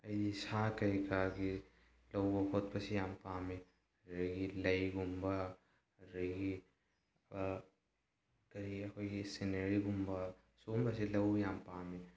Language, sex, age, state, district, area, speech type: Manipuri, male, 18-30, Manipur, Bishnupur, rural, spontaneous